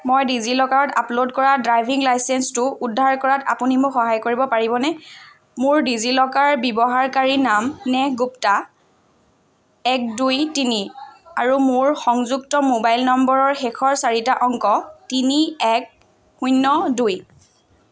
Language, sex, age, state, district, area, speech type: Assamese, female, 18-30, Assam, Dhemaji, urban, read